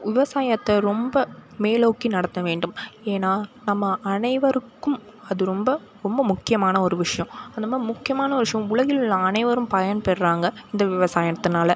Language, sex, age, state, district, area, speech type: Tamil, female, 18-30, Tamil Nadu, Mayiladuthurai, rural, spontaneous